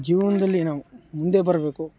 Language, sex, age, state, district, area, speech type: Kannada, male, 18-30, Karnataka, Chamarajanagar, rural, spontaneous